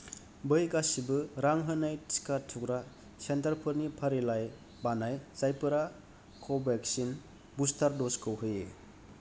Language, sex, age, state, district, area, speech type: Bodo, male, 30-45, Assam, Kokrajhar, rural, read